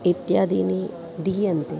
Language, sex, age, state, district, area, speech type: Sanskrit, female, 45-60, Maharashtra, Nagpur, urban, spontaneous